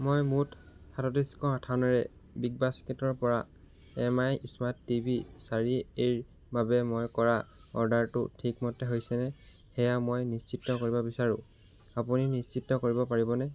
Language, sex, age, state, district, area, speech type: Assamese, male, 18-30, Assam, Jorhat, urban, read